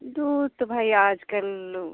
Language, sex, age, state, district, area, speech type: Hindi, female, 60+, Uttar Pradesh, Sitapur, rural, conversation